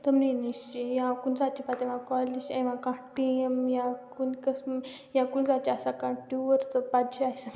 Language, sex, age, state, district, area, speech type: Kashmiri, other, 30-45, Jammu and Kashmir, Baramulla, urban, spontaneous